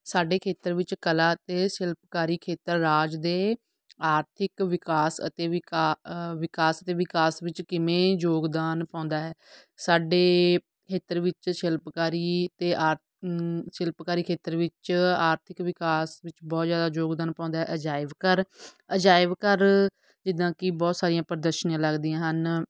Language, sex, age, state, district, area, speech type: Punjabi, female, 45-60, Punjab, Fatehgarh Sahib, rural, spontaneous